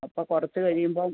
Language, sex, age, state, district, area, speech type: Malayalam, female, 60+, Kerala, Kottayam, rural, conversation